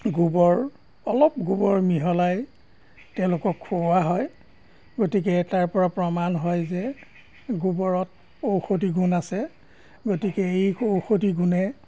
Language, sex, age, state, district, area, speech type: Assamese, male, 60+, Assam, Golaghat, rural, spontaneous